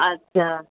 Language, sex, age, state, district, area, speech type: Maithili, female, 30-45, Bihar, Madhubani, rural, conversation